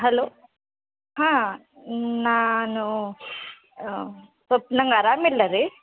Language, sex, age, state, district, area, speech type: Kannada, female, 60+, Karnataka, Belgaum, rural, conversation